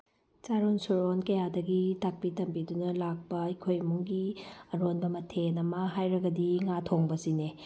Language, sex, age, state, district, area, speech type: Manipuri, female, 30-45, Manipur, Tengnoupal, rural, spontaneous